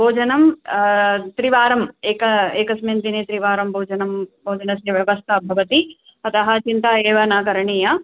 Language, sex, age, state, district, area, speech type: Sanskrit, female, 45-60, Tamil Nadu, Chennai, urban, conversation